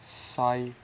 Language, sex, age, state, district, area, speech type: Telugu, male, 60+, Andhra Pradesh, Chittoor, rural, spontaneous